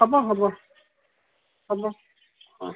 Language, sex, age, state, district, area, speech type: Assamese, female, 60+, Assam, Tinsukia, rural, conversation